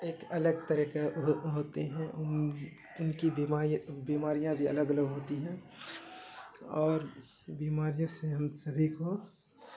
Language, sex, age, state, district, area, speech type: Urdu, male, 18-30, Bihar, Saharsa, rural, spontaneous